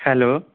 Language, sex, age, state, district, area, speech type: Assamese, male, 45-60, Assam, Nagaon, rural, conversation